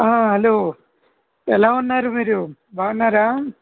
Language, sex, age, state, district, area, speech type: Telugu, male, 45-60, Andhra Pradesh, Kurnool, urban, conversation